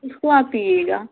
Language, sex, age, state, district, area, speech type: Hindi, female, 18-30, Uttar Pradesh, Azamgarh, rural, conversation